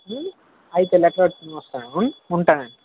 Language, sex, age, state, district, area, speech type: Telugu, male, 30-45, Andhra Pradesh, Eluru, rural, conversation